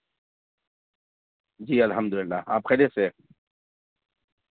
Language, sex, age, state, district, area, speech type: Urdu, male, 30-45, Bihar, Araria, rural, conversation